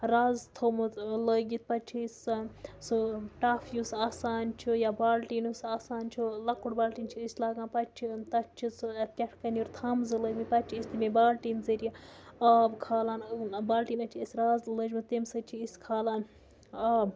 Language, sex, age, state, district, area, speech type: Kashmiri, female, 60+, Jammu and Kashmir, Baramulla, rural, spontaneous